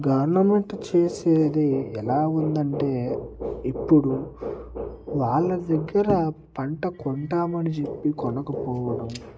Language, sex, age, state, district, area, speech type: Telugu, male, 18-30, Telangana, Mancherial, rural, spontaneous